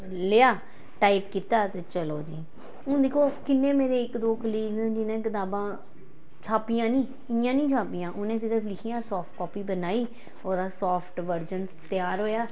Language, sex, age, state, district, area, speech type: Dogri, female, 45-60, Jammu and Kashmir, Jammu, urban, spontaneous